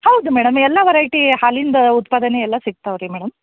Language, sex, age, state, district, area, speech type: Kannada, female, 30-45, Karnataka, Dharwad, urban, conversation